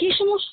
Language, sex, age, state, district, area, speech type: Bengali, female, 18-30, West Bengal, Malda, urban, conversation